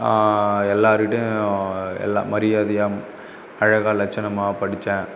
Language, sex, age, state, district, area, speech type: Tamil, male, 18-30, Tamil Nadu, Cuddalore, rural, spontaneous